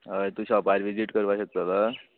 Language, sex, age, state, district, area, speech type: Goan Konkani, male, 18-30, Goa, Quepem, rural, conversation